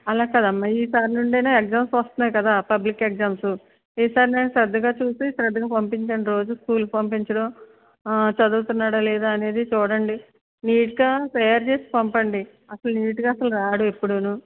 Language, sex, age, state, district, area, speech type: Telugu, female, 60+, Andhra Pradesh, West Godavari, rural, conversation